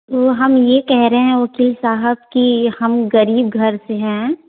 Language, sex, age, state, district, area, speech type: Hindi, female, 30-45, Uttar Pradesh, Varanasi, rural, conversation